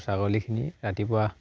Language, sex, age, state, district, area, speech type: Assamese, male, 18-30, Assam, Charaideo, rural, spontaneous